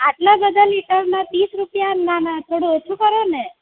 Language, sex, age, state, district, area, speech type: Gujarati, female, 18-30, Gujarat, Valsad, rural, conversation